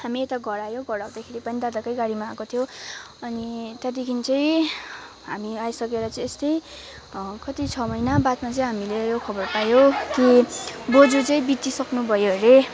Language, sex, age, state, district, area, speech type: Nepali, female, 18-30, West Bengal, Kalimpong, rural, spontaneous